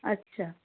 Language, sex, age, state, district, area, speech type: Bengali, female, 18-30, West Bengal, Malda, rural, conversation